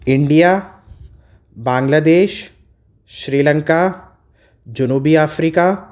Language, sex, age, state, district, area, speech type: Urdu, male, 30-45, Uttar Pradesh, Gautam Buddha Nagar, rural, spontaneous